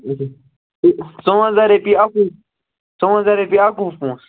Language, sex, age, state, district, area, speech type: Kashmiri, male, 30-45, Jammu and Kashmir, Baramulla, rural, conversation